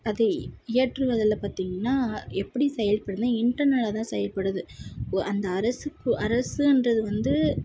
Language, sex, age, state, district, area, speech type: Tamil, female, 18-30, Tamil Nadu, Tirupattur, urban, spontaneous